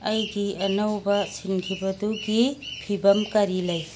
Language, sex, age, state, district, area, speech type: Manipuri, female, 60+, Manipur, Churachandpur, urban, read